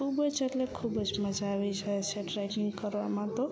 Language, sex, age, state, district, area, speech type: Gujarati, female, 18-30, Gujarat, Kutch, rural, spontaneous